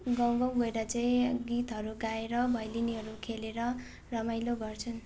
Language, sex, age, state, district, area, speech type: Nepali, female, 18-30, West Bengal, Darjeeling, rural, spontaneous